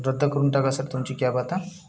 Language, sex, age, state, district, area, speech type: Marathi, male, 30-45, Maharashtra, Gadchiroli, rural, spontaneous